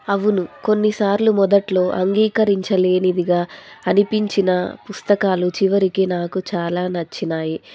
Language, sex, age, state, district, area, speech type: Telugu, female, 18-30, Andhra Pradesh, Anantapur, rural, spontaneous